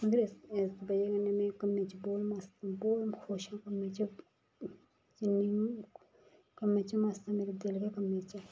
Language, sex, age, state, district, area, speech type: Dogri, female, 30-45, Jammu and Kashmir, Reasi, rural, spontaneous